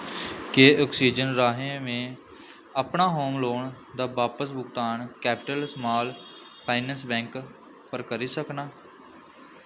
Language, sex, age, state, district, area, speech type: Dogri, male, 18-30, Jammu and Kashmir, Jammu, rural, read